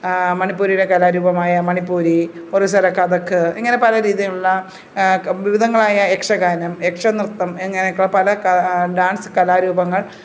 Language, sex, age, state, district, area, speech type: Malayalam, female, 45-60, Kerala, Pathanamthitta, rural, spontaneous